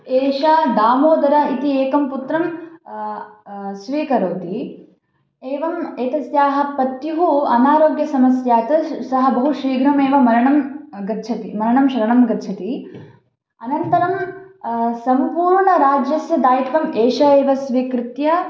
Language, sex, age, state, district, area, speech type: Sanskrit, female, 18-30, Karnataka, Chikkamagaluru, urban, spontaneous